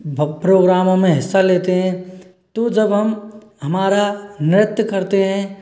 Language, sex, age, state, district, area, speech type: Hindi, male, 45-60, Rajasthan, Karauli, rural, spontaneous